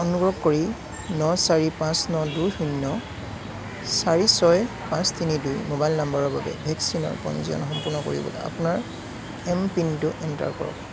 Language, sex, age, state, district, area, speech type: Assamese, male, 18-30, Assam, Kamrup Metropolitan, urban, read